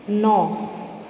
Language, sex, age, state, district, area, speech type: Assamese, female, 45-60, Assam, Tinsukia, rural, read